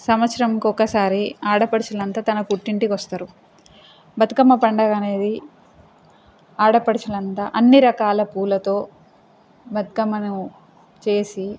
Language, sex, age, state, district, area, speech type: Telugu, female, 30-45, Telangana, Peddapalli, rural, spontaneous